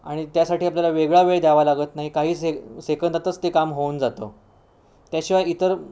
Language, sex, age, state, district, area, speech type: Marathi, male, 30-45, Maharashtra, Sindhudurg, rural, spontaneous